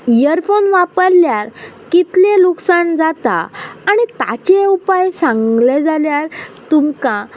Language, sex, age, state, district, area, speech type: Goan Konkani, female, 30-45, Goa, Quepem, rural, spontaneous